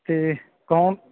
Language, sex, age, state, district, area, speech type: Punjabi, male, 30-45, Punjab, Bathinda, rural, conversation